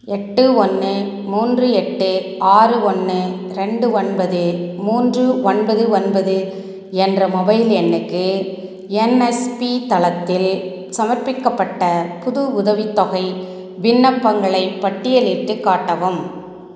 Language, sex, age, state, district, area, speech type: Tamil, female, 45-60, Tamil Nadu, Tiruppur, rural, read